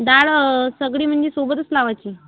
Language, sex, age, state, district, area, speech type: Marathi, female, 18-30, Maharashtra, Amravati, rural, conversation